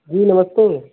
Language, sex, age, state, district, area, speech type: Hindi, male, 30-45, Uttar Pradesh, Ghazipur, rural, conversation